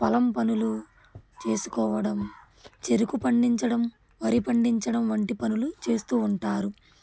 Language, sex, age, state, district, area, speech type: Telugu, female, 30-45, Andhra Pradesh, Krishna, rural, spontaneous